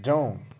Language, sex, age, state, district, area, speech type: Nepali, male, 30-45, West Bengal, Kalimpong, rural, read